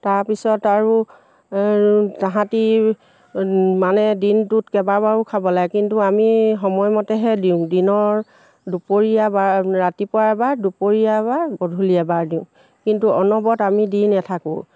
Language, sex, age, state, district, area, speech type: Assamese, female, 60+, Assam, Dibrugarh, rural, spontaneous